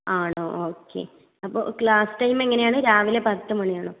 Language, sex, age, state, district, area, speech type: Malayalam, female, 18-30, Kerala, Kasaragod, rural, conversation